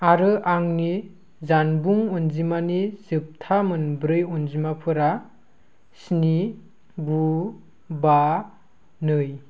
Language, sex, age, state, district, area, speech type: Bodo, male, 18-30, Assam, Kokrajhar, rural, read